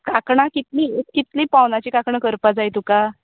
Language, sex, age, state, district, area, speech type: Goan Konkani, female, 30-45, Goa, Quepem, rural, conversation